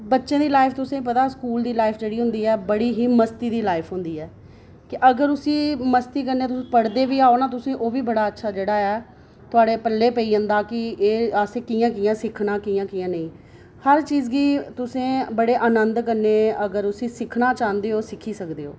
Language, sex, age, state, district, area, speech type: Dogri, female, 30-45, Jammu and Kashmir, Reasi, urban, spontaneous